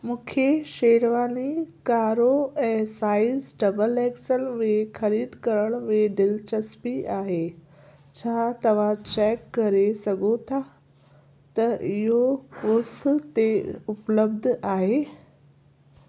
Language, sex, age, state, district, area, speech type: Sindhi, female, 30-45, Gujarat, Kutch, urban, read